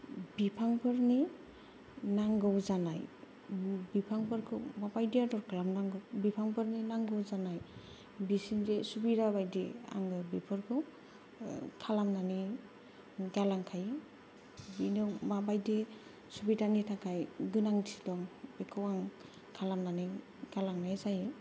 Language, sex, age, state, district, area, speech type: Bodo, female, 30-45, Assam, Kokrajhar, rural, spontaneous